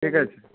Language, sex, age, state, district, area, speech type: Bengali, male, 18-30, West Bengal, Jhargram, rural, conversation